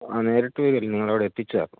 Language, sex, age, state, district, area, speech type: Malayalam, male, 45-60, Kerala, Idukki, rural, conversation